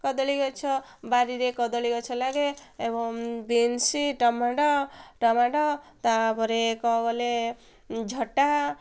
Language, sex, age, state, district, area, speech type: Odia, female, 18-30, Odisha, Ganjam, urban, spontaneous